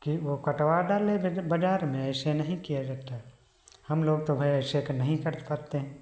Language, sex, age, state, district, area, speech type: Hindi, male, 45-60, Uttar Pradesh, Hardoi, rural, spontaneous